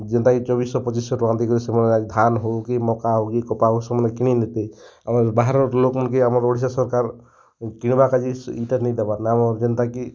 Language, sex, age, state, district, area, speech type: Odia, male, 30-45, Odisha, Kalahandi, rural, spontaneous